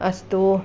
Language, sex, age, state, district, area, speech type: Sanskrit, female, 45-60, Karnataka, Mandya, urban, spontaneous